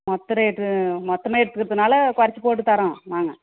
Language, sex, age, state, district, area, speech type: Tamil, female, 30-45, Tamil Nadu, Tirupattur, rural, conversation